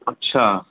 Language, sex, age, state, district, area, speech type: Sindhi, male, 45-60, Uttar Pradesh, Lucknow, urban, conversation